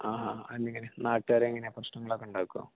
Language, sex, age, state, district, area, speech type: Malayalam, male, 18-30, Kerala, Palakkad, urban, conversation